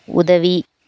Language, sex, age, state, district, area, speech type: Tamil, female, 18-30, Tamil Nadu, Dharmapuri, rural, read